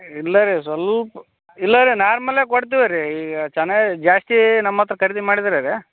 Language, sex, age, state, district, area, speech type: Kannada, male, 30-45, Karnataka, Raichur, rural, conversation